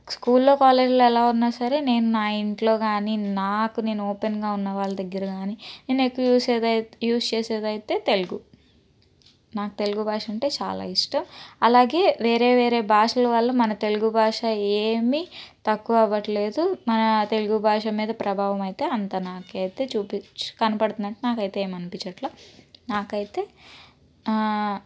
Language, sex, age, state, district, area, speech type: Telugu, female, 30-45, Andhra Pradesh, Guntur, urban, spontaneous